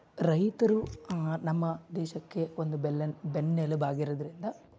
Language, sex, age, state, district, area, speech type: Kannada, male, 18-30, Karnataka, Koppal, urban, spontaneous